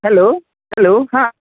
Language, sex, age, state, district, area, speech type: Marathi, male, 30-45, Maharashtra, Kolhapur, urban, conversation